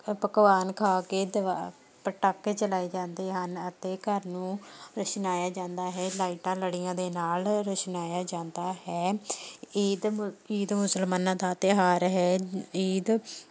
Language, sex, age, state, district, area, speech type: Punjabi, female, 18-30, Punjab, Shaheed Bhagat Singh Nagar, rural, spontaneous